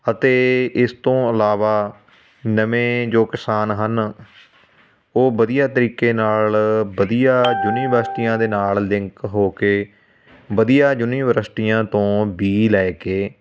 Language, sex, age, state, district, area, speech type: Punjabi, male, 30-45, Punjab, Fatehgarh Sahib, urban, spontaneous